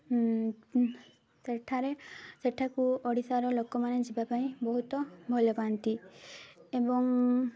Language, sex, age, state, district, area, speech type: Odia, female, 18-30, Odisha, Mayurbhanj, rural, spontaneous